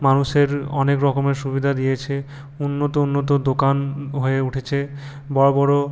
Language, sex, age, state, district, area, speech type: Bengali, male, 18-30, West Bengal, Purulia, urban, spontaneous